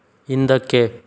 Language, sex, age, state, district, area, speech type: Kannada, male, 30-45, Karnataka, Chikkaballapur, rural, read